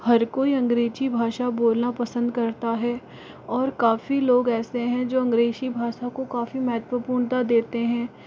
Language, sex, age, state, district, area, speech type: Hindi, female, 45-60, Rajasthan, Jaipur, urban, spontaneous